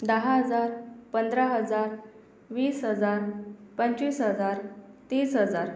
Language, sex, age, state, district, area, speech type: Marathi, female, 18-30, Maharashtra, Akola, urban, spontaneous